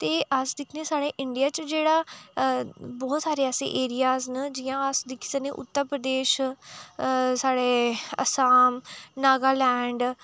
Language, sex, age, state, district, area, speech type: Dogri, female, 30-45, Jammu and Kashmir, Udhampur, urban, spontaneous